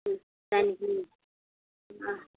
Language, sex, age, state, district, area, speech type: Telugu, female, 45-60, Andhra Pradesh, Annamaya, rural, conversation